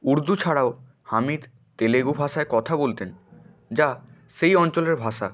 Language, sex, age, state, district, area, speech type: Bengali, male, 18-30, West Bengal, Hooghly, urban, read